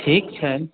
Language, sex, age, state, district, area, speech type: Maithili, male, 18-30, Bihar, Sitamarhi, urban, conversation